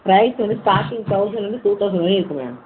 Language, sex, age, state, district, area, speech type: Tamil, male, 18-30, Tamil Nadu, Tiruvarur, urban, conversation